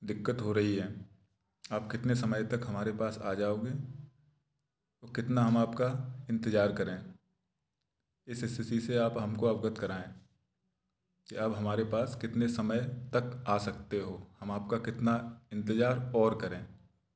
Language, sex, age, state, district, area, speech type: Hindi, male, 30-45, Madhya Pradesh, Gwalior, urban, spontaneous